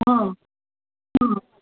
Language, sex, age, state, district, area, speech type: Kannada, female, 30-45, Karnataka, Bellary, rural, conversation